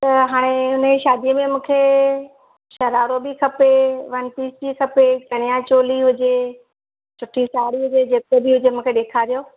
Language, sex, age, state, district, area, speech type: Sindhi, female, 45-60, Gujarat, Surat, urban, conversation